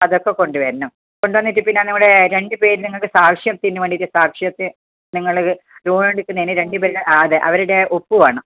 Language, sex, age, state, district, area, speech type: Malayalam, female, 60+, Kerala, Kasaragod, urban, conversation